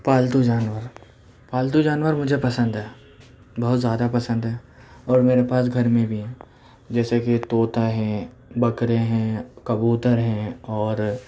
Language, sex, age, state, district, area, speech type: Urdu, male, 18-30, Delhi, Central Delhi, urban, spontaneous